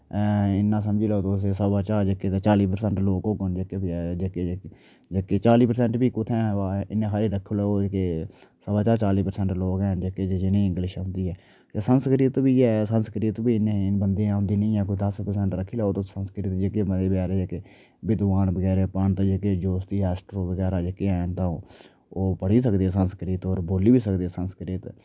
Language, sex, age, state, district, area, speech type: Dogri, male, 30-45, Jammu and Kashmir, Udhampur, urban, spontaneous